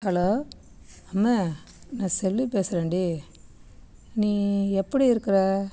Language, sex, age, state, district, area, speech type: Tamil, female, 60+, Tamil Nadu, Kallakurichi, rural, spontaneous